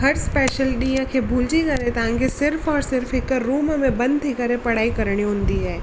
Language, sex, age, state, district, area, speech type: Sindhi, female, 18-30, Gujarat, Surat, urban, spontaneous